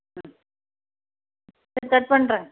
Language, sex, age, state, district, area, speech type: Tamil, female, 60+, Tamil Nadu, Erode, rural, conversation